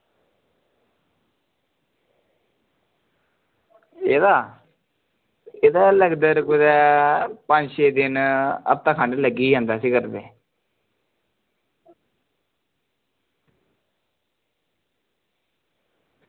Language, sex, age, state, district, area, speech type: Dogri, male, 30-45, Jammu and Kashmir, Reasi, rural, conversation